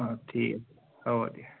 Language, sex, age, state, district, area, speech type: Assamese, male, 18-30, Assam, Charaideo, urban, conversation